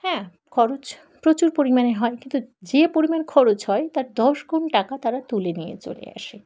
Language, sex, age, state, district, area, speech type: Bengali, female, 18-30, West Bengal, Dakshin Dinajpur, urban, spontaneous